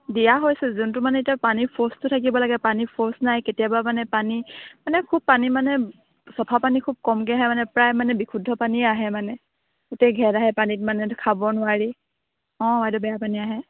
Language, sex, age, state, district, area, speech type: Assamese, female, 18-30, Assam, Sivasagar, rural, conversation